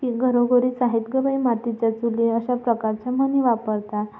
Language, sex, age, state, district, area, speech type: Marathi, female, 18-30, Maharashtra, Amravati, urban, spontaneous